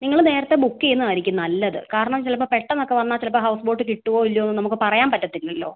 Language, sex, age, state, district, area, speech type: Malayalam, female, 30-45, Kerala, Kottayam, rural, conversation